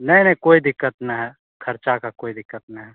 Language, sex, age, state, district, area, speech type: Hindi, male, 18-30, Bihar, Begusarai, rural, conversation